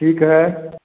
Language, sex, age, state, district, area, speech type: Hindi, male, 45-60, Bihar, Samastipur, rural, conversation